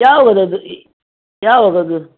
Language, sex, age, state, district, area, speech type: Kannada, male, 60+, Karnataka, Dakshina Kannada, rural, conversation